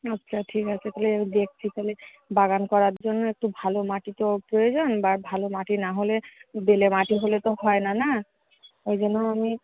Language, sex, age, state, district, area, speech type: Bengali, female, 30-45, West Bengal, Darjeeling, urban, conversation